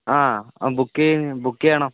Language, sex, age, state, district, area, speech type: Malayalam, male, 30-45, Kerala, Wayanad, rural, conversation